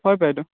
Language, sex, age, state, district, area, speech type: Assamese, male, 30-45, Assam, Lakhimpur, rural, conversation